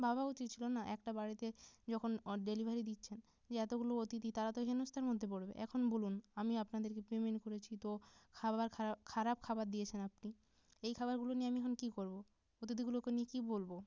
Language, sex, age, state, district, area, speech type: Bengali, female, 18-30, West Bengal, North 24 Parganas, rural, spontaneous